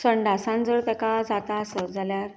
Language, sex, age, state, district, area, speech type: Goan Konkani, female, 30-45, Goa, Canacona, rural, spontaneous